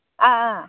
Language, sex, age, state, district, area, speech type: Manipuri, female, 18-30, Manipur, Chandel, rural, conversation